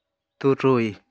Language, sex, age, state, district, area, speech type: Santali, male, 18-30, West Bengal, Malda, rural, read